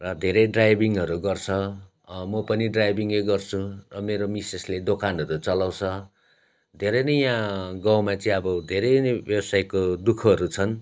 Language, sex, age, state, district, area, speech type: Nepali, male, 30-45, West Bengal, Darjeeling, rural, spontaneous